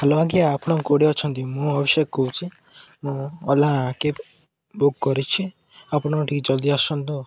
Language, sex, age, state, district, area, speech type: Odia, male, 18-30, Odisha, Koraput, urban, spontaneous